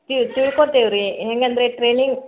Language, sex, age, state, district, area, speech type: Kannada, female, 60+, Karnataka, Belgaum, urban, conversation